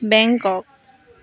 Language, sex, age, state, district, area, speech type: Assamese, female, 18-30, Assam, Jorhat, urban, spontaneous